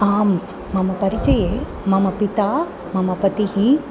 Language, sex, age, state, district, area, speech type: Sanskrit, female, 45-60, Tamil Nadu, Chennai, urban, spontaneous